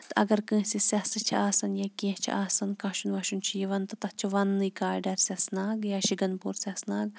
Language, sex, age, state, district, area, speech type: Kashmiri, female, 30-45, Jammu and Kashmir, Kulgam, rural, spontaneous